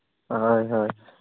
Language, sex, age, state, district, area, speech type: Santali, male, 30-45, Jharkhand, East Singhbhum, rural, conversation